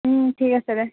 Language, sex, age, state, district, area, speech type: Assamese, female, 18-30, Assam, Sivasagar, urban, conversation